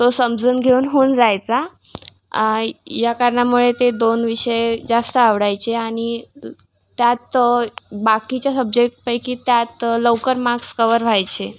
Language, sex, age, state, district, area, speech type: Marathi, female, 18-30, Maharashtra, Washim, rural, spontaneous